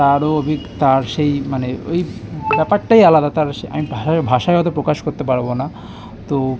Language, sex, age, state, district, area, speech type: Bengali, male, 30-45, West Bengal, Kolkata, urban, spontaneous